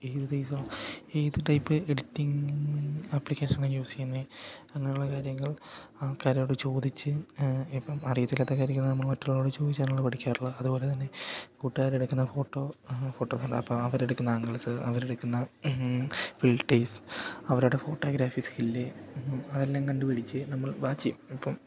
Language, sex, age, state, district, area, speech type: Malayalam, male, 18-30, Kerala, Idukki, rural, spontaneous